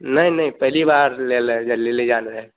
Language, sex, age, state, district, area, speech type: Hindi, male, 18-30, Bihar, Vaishali, rural, conversation